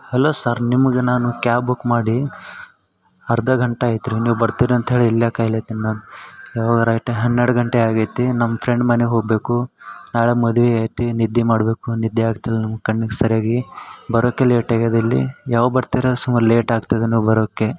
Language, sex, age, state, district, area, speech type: Kannada, male, 18-30, Karnataka, Yadgir, rural, spontaneous